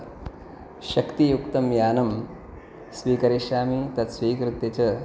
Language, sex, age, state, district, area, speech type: Sanskrit, male, 30-45, Maharashtra, Pune, urban, spontaneous